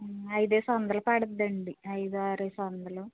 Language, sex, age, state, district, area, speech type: Telugu, female, 45-60, Andhra Pradesh, West Godavari, rural, conversation